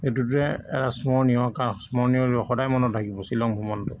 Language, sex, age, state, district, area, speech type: Assamese, male, 45-60, Assam, Jorhat, urban, spontaneous